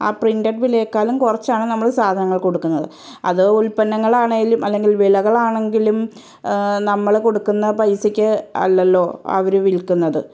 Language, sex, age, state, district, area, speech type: Malayalam, female, 45-60, Kerala, Ernakulam, rural, spontaneous